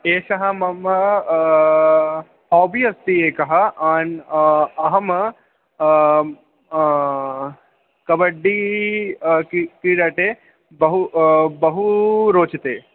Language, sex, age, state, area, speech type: Sanskrit, male, 18-30, Chhattisgarh, urban, conversation